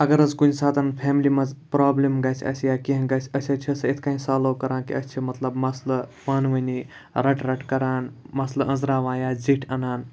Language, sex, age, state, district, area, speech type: Kashmiri, male, 18-30, Jammu and Kashmir, Ganderbal, rural, spontaneous